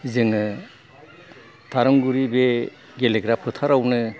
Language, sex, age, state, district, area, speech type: Bodo, male, 60+, Assam, Kokrajhar, rural, spontaneous